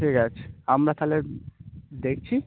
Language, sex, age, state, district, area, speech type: Bengali, male, 30-45, West Bengal, Birbhum, urban, conversation